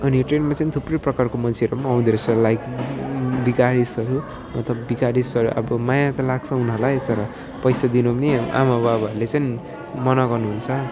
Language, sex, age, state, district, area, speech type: Nepali, male, 18-30, West Bengal, Alipurduar, urban, spontaneous